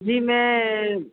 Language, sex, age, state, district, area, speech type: Urdu, female, 45-60, Uttar Pradesh, Rampur, urban, conversation